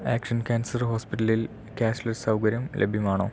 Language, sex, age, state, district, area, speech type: Malayalam, male, 18-30, Kerala, Palakkad, rural, read